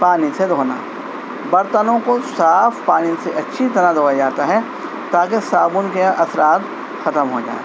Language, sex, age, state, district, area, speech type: Urdu, male, 45-60, Delhi, East Delhi, urban, spontaneous